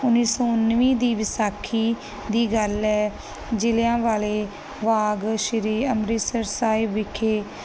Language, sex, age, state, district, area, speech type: Punjabi, female, 30-45, Punjab, Barnala, rural, spontaneous